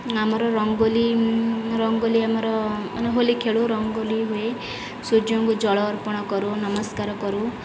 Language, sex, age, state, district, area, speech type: Odia, female, 30-45, Odisha, Sundergarh, urban, spontaneous